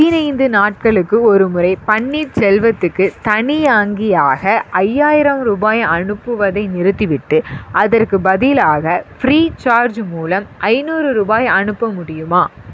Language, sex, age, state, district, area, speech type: Tamil, female, 18-30, Tamil Nadu, Namakkal, rural, read